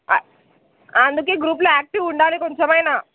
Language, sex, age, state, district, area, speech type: Telugu, female, 18-30, Telangana, Nirmal, rural, conversation